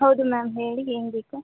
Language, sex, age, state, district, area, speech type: Kannada, female, 18-30, Karnataka, Gadag, rural, conversation